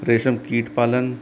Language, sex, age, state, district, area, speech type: Hindi, male, 18-30, Rajasthan, Jaipur, urban, spontaneous